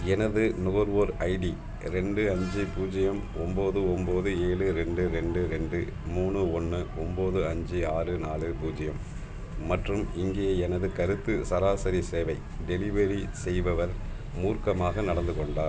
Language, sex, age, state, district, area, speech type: Tamil, male, 45-60, Tamil Nadu, Perambalur, urban, read